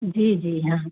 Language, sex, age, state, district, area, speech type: Hindi, female, 30-45, Madhya Pradesh, Seoni, urban, conversation